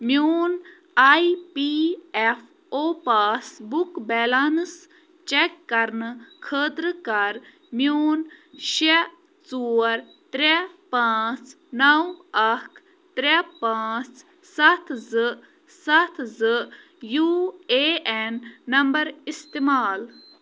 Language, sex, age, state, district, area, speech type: Kashmiri, female, 18-30, Jammu and Kashmir, Bandipora, rural, read